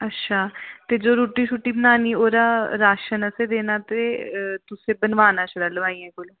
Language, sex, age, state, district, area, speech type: Dogri, female, 30-45, Jammu and Kashmir, Reasi, rural, conversation